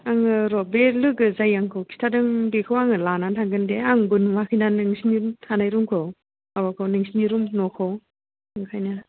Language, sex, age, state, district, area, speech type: Bodo, female, 18-30, Assam, Kokrajhar, urban, conversation